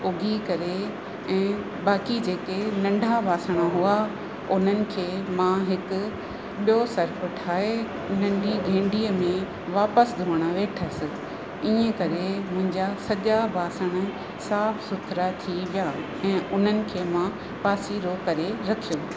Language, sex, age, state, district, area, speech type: Sindhi, female, 45-60, Rajasthan, Ajmer, rural, spontaneous